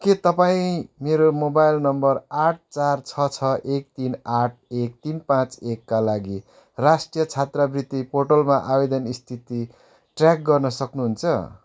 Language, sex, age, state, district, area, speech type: Nepali, male, 30-45, West Bengal, Darjeeling, rural, read